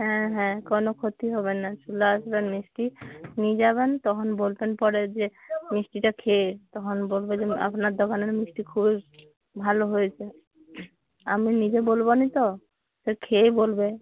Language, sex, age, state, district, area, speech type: Bengali, female, 45-60, West Bengal, Uttar Dinajpur, urban, conversation